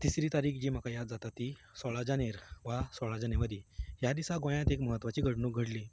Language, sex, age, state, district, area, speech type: Goan Konkani, male, 30-45, Goa, Canacona, rural, spontaneous